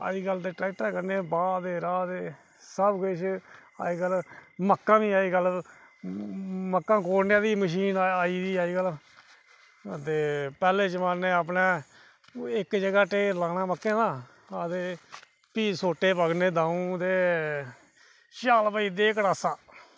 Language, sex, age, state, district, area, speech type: Dogri, male, 30-45, Jammu and Kashmir, Reasi, rural, spontaneous